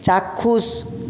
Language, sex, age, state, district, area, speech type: Bengali, male, 30-45, West Bengal, Jhargram, rural, read